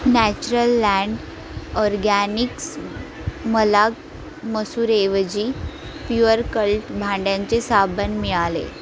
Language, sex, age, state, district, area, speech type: Marathi, female, 18-30, Maharashtra, Sindhudurg, rural, read